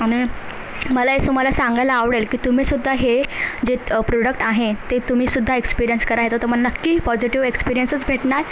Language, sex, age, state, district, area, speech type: Marathi, female, 18-30, Maharashtra, Thane, urban, spontaneous